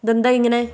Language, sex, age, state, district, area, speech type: Malayalam, female, 30-45, Kerala, Wayanad, rural, spontaneous